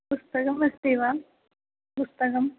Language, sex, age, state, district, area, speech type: Sanskrit, female, 18-30, Kerala, Thrissur, urban, conversation